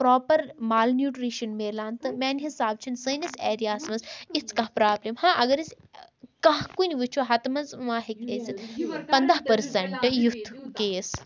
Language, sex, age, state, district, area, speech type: Kashmiri, female, 18-30, Jammu and Kashmir, Baramulla, rural, spontaneous